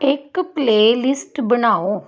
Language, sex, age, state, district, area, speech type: Punjabi, female, 30-45, Punjab, Tarn Taran, urban, read